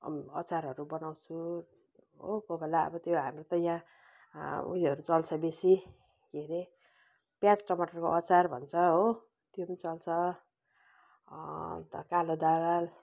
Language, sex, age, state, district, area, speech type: Nepali, female, 60+, West Bengal, Kalimpong, rural, spontaneous